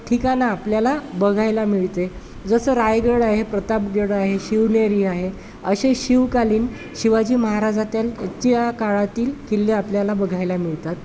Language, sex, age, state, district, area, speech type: Marathi, male, 30-45, Maharashtra, Wardha, urban, spontaneous